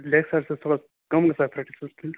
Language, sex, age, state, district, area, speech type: Kashmiri, female, 18-30, Jammu and Kashmir, Kupwara, rural, conversation